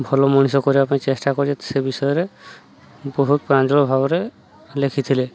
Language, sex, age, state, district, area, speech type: Odia, male, 30-45, Odisha, Subarnapur, urban, spontaneous